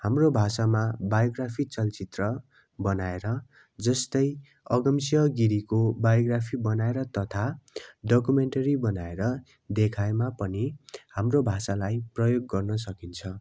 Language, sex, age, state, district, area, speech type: Nepali, male, 18-30, West Bengal, Darjeeling, rural, spontaneous